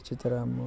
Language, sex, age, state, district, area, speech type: Kannada, male, 30-45, Karnataka, Vijayanagara, rural, spontaneous